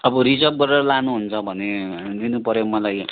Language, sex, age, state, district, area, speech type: Nepali, male, 45-60, West Bengal, Kalimpong, rural, conversation